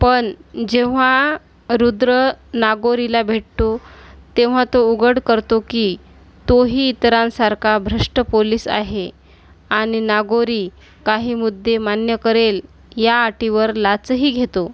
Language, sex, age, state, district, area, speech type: Marathi, female, 30-45, Maharashtra, Washim, rural, read